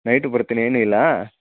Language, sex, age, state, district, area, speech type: Kannada, male, 30-45, Karnataka, Chamarajanagar, rural, conversation